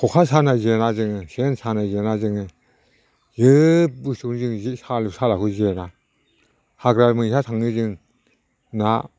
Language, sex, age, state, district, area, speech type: Bodo, male, 60+, Assam, Udalguri, rural, spontaneous